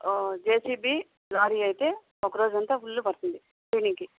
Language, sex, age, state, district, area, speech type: Telugu, female, 30-45, Andhra Pradesh, Sri Balaji, rural, conversation